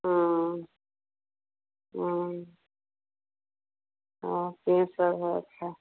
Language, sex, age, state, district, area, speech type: Hindi, female, 45-60, Bihar, Madhepura, rural, conversation